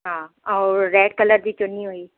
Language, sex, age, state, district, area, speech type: Sindhi, female, 30-45, Madhya Pradesh, Katni, urban, conversation